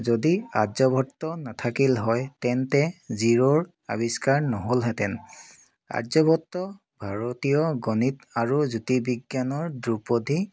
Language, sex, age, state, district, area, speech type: Assamese, male, 30-45, Assam, Biswanath, rural, spontaneous